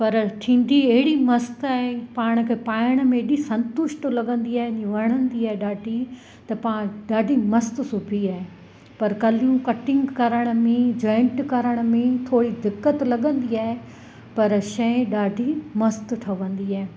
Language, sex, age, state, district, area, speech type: Sindhi, female, 45-60, Gujarat, Kutch, rural, spontaneous